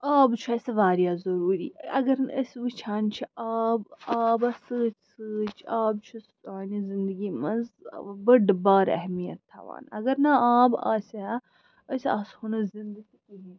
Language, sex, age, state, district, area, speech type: Kashmiri, female, 30-45, Jammu and Kashmir, Srinagar, urban, spontaneous